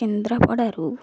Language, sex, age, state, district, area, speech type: Odia, female, 18-30, Odisha, Kendrapara, urban, spontaneous